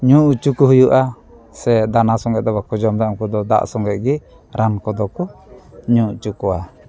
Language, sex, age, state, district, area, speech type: Santali, male, 30-45, West Bengal, Dakshin Dinajpur, rural, spontaneous